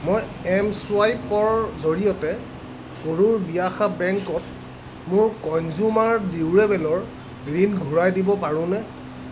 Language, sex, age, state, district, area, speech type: Assamese, male, 30-45, Assam, Lakhimpur, rural, read